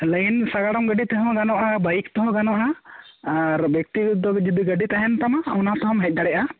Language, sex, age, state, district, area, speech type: Santali, male, 18-30, West Bengal, Bankura, rural, conversation